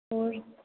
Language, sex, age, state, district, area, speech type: Punjabi, female, 30-45, Punjab, Shaheed Bhagat Singh Nagar, urban, conversation